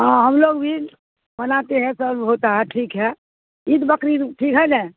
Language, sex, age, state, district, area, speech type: Urdu, female, 60+, Bihar, Supaul, rural, conversation